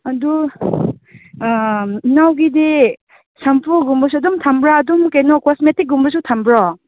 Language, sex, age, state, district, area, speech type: Manipuri, female, 30-45, Manipur, Chandel, rural, conversation